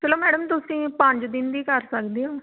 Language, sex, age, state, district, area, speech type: Punjabi, female, 30-45, Punjab, Tarn Taran, rural, conversation